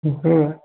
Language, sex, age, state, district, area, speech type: Hindi, male, 18-30, Uttar Pradesh, Chandauli, rural, conversation